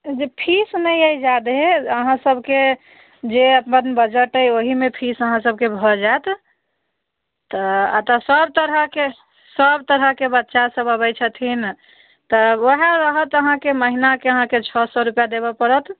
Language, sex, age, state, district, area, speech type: Maithili, female, 18-30, Bihar, Muzaffarpur, rural, conversation